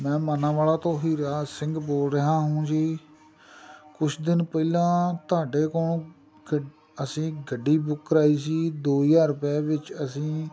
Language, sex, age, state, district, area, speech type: Punjabi, male, 45-60, Punjab, Amritsar, rural, spontaneous